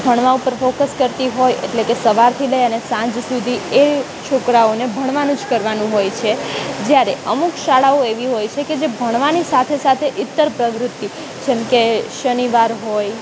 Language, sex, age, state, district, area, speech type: Gujarati, female, 18-30, Gujarat, Junagadh, urban, spontaneous